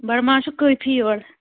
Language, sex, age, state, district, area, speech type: Kashmiri, female, 18-30, Jammu and Kashmir, Anantnag, rural, conversation